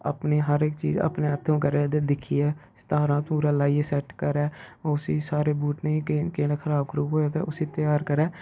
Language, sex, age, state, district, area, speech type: Dogri, male, 30-45, Jammu and Kashmir, Reasi, urban, spontaneous